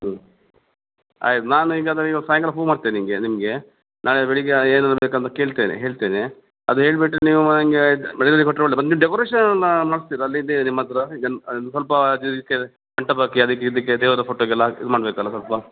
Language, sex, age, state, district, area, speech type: Kannada, male, 45-60, Karnataka, Dakshina Kannada, rural, conversation